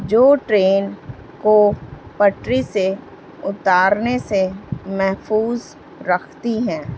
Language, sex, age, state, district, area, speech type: Urdu, female, 18-30, Bihar, Gaya, urban, spontaneous